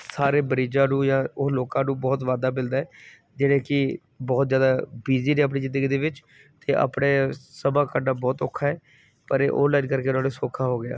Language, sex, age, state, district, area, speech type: Punjabi, male, 30-45, Punjab, Kapurthala, urban, spontaneous